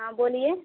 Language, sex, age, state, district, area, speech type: Hindi, female, 18-30, Bihar, Vaishali, rural, conversation